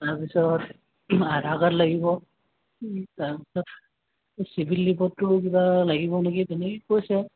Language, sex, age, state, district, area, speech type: Assamese, male, 45-60, Assam, Lakhimpur, rural, conversation